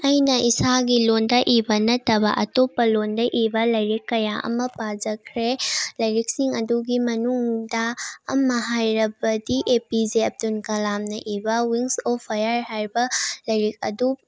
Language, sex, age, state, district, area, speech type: Manipuri, female, 18-30, Manipur, Bishnupur, rural, spontaneous